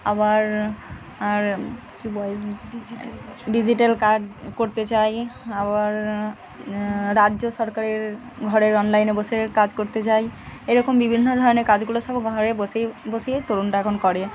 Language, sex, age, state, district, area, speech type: Bengali, female, 30-45, West Bengal, Purba Bardhaman, urban, spontaneous